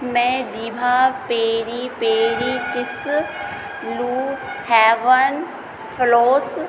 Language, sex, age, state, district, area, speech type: Hindi, female, 30-45, Madhya Pradesh, Hoshangabad, rural, read